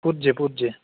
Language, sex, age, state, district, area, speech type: Dogri, male, 18-30, Jammu and Kashmir, Udhampur, rural, conversation